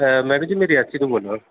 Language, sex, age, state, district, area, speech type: Dogri, male, 30-45, Jammu and Kashmir, Reasi, urban, conversation